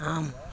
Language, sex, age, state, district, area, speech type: Tamil, female, 60+, Tamil Nadu, Thanjavur, rural, read